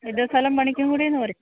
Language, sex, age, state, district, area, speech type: Malayalam, female, 60+, Kerala, Idukki, rural, conversation